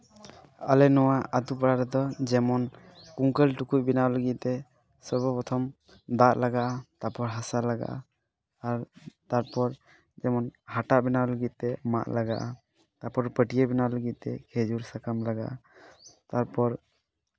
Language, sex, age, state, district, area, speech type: Santali, male, 18-30, West Bengal, Malda, rural, spontaneous